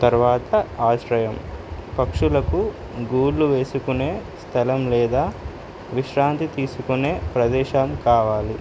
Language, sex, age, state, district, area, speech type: Telugu, male, 18-30, Telangana, Suryapet, urban, spontaneous